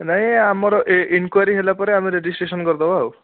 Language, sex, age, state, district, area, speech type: Odia, male, 18-30, Odisha, Cuttack, urban, conversation